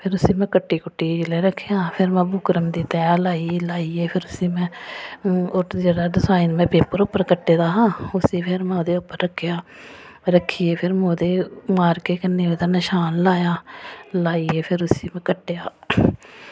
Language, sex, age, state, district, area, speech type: Dogri, female, 30-45, Jammu and Kashmir, Samba, urban, spontaneous